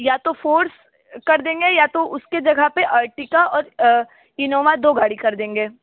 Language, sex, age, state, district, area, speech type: Hindi, female, 30-45, Uttar Pradesh, Sonbhadra, rural, conversation